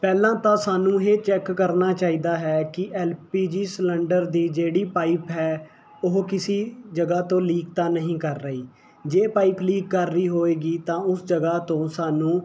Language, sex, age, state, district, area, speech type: Punjabi, male, 18-30, Punjab, Mohali, urban, spontaneous